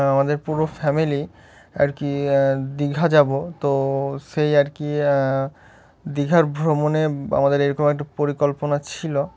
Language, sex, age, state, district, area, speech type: Bengali, male, 18-30, West Bengal, Murshidabad, urban, spontaneous